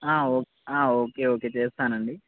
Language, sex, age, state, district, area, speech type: Telugu, male, 18-30, Telangana, Khammam, urban, conversation